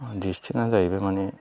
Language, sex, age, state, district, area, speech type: Bodo, male, 45-60, Assam, Baksa, rural, spontaneous